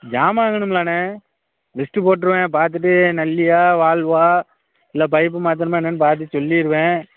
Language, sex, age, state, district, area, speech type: Tamil, male, 30-45, Tamil Nadu, Thoothukudi, rural, conversation